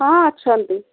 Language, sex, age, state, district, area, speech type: Odia, female, 60+, Odisha, Jharsuguda, rural, conversation